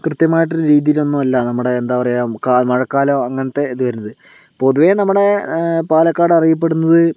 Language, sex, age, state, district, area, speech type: Malayalam, male, 30-45, Kerala, Palakkad, rural, spontaneous